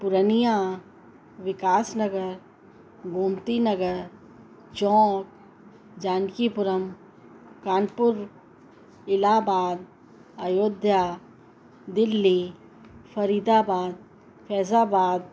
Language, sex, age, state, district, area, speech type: Sindhi, female, 45-60, Uttar Pradesh, Lucknow, urban, spontaneous